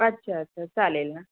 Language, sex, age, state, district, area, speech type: Marathi, female, 30-45, Maharashtra, Thane, urban, conversation